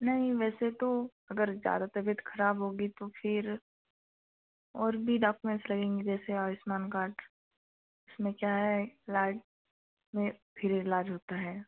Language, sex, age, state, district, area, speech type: Hindi, female, 18-30, Madhya Pradesh, Betul, rural, conversation